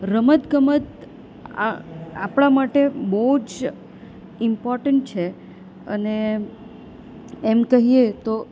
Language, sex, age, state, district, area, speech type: Gujarati, female, 30-45, Gujarat, Valsad, rural, spontaneous